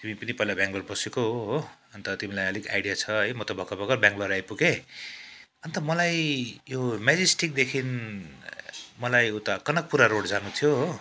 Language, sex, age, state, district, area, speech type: Nepali, male, 45-60, West Bengal, Kalimpong, rural, spontaneous